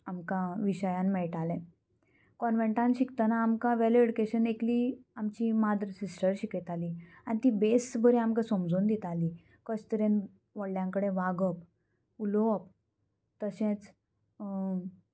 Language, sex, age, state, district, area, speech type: Goan Konkani, female, 18-30, Goa, Murmgao, rural, spontaneous